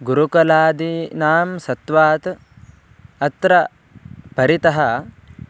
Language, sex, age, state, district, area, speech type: Sanskrit, male, 18-30, Karnataka, Bangalore Rural, rural, spontaneous